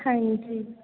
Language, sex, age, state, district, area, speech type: Punjabi, female, 18-30, Punjab, Faridkot, urban, conversation